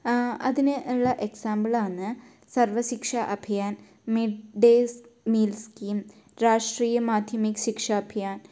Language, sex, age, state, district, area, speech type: Malayalam, female, 18-30, Kerala, Kasaragod, rural, spontaneous